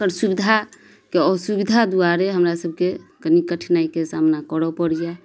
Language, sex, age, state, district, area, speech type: Maithili, female, 30-45, Bihar, Madhubani, rural, spontaneous